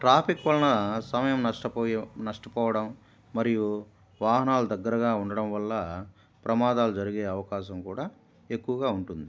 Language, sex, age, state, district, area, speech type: Telugu, male, 45-60, Andhra Pradesh, Kadapa, rural, spontaneous